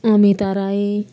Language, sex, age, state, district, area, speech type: Nepali, female, 60+, West Bengal, Jalpaiguri, urban, spontaneous